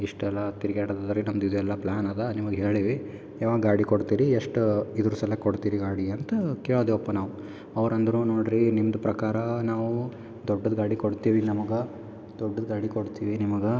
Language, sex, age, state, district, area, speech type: Kannada, male, 18-30, Karnataka, Gulbarga, urban, spontaneous